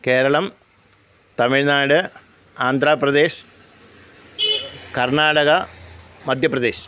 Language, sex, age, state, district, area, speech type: Malayalam, male, 45-60, Kerala, Kollam, rural, spontaneous